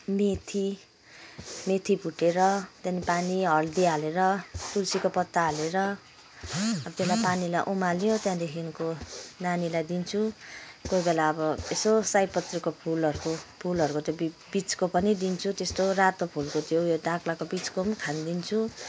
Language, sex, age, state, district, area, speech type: Nepali, female, 45-60, West Bengal, Kalimpong, rural, spontaneous